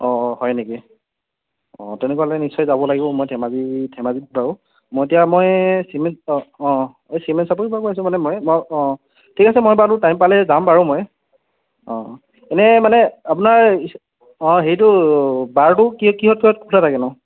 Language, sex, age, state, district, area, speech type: Assamese, male, 30-45, Assam, Dhemaji, rural, conversation